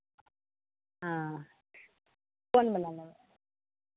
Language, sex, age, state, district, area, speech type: Maithili, female, 60+, Bihar, Madhepura, rural, conversation